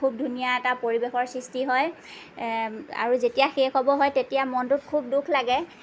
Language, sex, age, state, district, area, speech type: Assamese, female, 30-45, Assam, Lakhimpur, rural, spontaneous